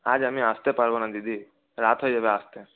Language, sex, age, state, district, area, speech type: Bengali, male, 30-45, West Bengal, Paschim Bardhaman, urban, conversation